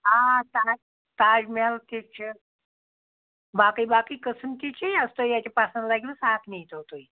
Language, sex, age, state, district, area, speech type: Kashmiri, female, 60+, Jammu and Kashmir, Anantnag, rural, conversation